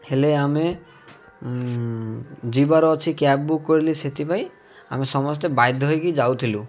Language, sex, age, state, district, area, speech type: Odia, male, 18-30, Odisha, Malkangiri, urban, spontaneous